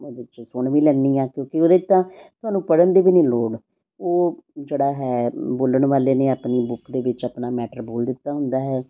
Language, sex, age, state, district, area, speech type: Punjabi, female, 60+, Punjab, Amritsar, urban, spontaneous